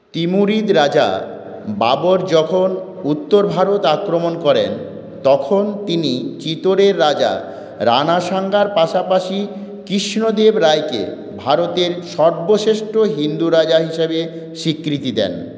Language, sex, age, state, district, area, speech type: Bengali, male, 45-60, West Bengal, Purulia, urban, read